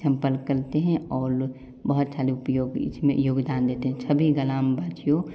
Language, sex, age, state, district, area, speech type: Hindi, male, 18-30, Bihar, Samastipur, rural, spontaneous